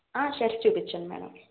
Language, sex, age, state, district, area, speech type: Telugu, female, 18-30, Andhra Pradesh, N T Rama Rao, urban, conversation